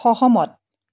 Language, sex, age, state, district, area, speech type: Assamese, female, 45-60, Assam, Dibrugarh, rural, read